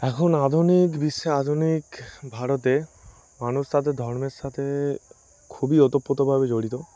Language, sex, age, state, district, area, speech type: Bengali, male, 18-30, West Bengal, Darjeeling, urban, spontaneous